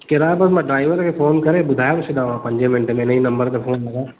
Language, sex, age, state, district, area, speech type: Sindhi, male, 30-45, Madhya Pradesh, Katni, rural, conversation